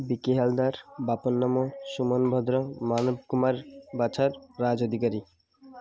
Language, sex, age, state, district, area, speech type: Odia, male, 18-30, Odisha, Malkangiri, urban, spontaneous